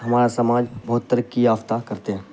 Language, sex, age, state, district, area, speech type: Urdu, male, 18-30, Bihar, Khagaria, rural, spontaneous